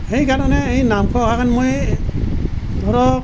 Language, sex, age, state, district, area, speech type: Assamese, male, 60+, Assam, Nalbari, rural, spontaneous